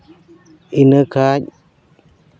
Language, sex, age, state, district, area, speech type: Santali, male, 30-45, Jharkhand, Seraikela Kharsawan, rural, spontaneous